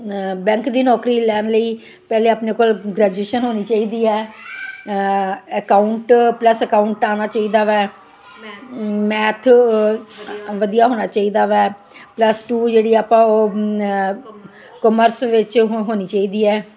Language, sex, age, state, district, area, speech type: Punjabi, female, 60+, Punjab, Ludhiana, rural, spontaneous